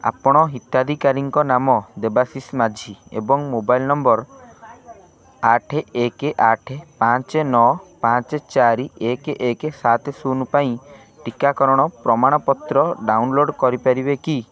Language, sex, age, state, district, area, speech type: Odia, male, 18-30, Odisha, Kendrapara, urban, read